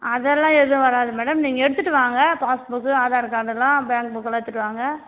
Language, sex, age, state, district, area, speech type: Tamil, female, 30-45, Tamil Nadu, Tiruvannamalai, rural, conversation